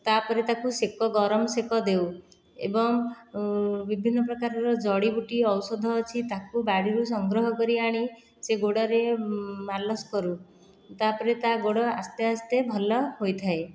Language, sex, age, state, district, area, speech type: Odia, female, 30-45, Odisha, Khordha, rural, spontaneous